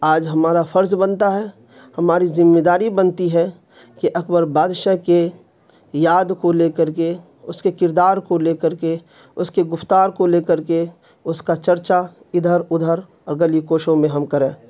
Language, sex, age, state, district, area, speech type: Urdu, male, 45-60, Bihar, Khagaria, urban, spontaneous